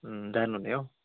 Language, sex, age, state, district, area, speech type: Nepali, male, 18-30, West Bengal, Kalimpong, rural, conversation